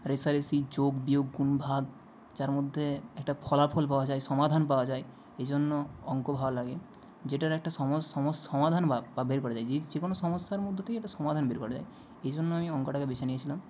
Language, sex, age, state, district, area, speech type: Bengali, male, 30-45, West Bengal, Nadia, rural, spontaneous